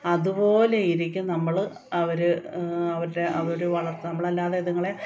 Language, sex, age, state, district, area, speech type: Malayalam, female, 45-60, Kerala, Kottayam, rural, spontaneous